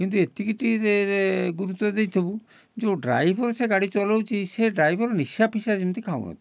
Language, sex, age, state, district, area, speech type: Odia, male, 60+, Odisha, Kalahandi, rural, spontaneous